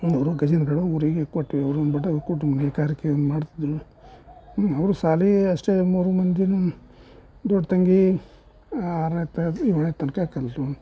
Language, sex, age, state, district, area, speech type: Kannada, male, 60+, Karnataka, Gadag, rural, spontaneous